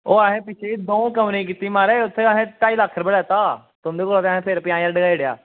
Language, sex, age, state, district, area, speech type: Dogri, male, 18-30, Jammu and Kashmir, Kathua, rural, conversation